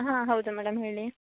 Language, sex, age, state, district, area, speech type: Kannada, female, 30-45, Karnataka, Uttara Kannada, rural, conversation